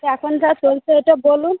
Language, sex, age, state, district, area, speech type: Bengali, female, 30-45, West Bengal, Darjeeling, urban, conversation